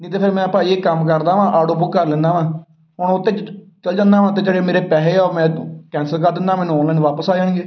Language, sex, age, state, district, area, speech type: Punjabi, male, 30-45, Punjab, Amritsar, urban, spontaneous